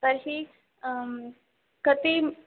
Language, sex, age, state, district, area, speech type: Sanskrit, female, 18-30, Rajasthan, Jaipur, urban, conversation